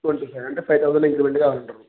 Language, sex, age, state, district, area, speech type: Telugu, male, 18-30, Telangana, Jangaon, rural, conversation